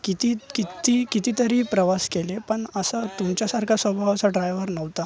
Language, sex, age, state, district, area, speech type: Marathi, male, 18-30, Maharashtra, Thane, urban, spontaneous